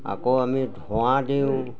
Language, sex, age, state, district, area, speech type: Assamese, male, 60+, Assam, Majuli, urban, spontaneous